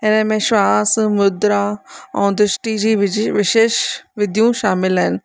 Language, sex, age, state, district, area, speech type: Sindhi, female, 30-45, Rajasthan, Ajmer, urban, spontaneous